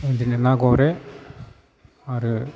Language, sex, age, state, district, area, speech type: Bodo, male, 45-60, Assam, Kokrajhar, urban, spontaneous